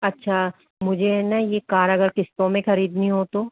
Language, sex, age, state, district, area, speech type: Hindi, male, 30-45, Rajasthan, Jaipur, urban, conversation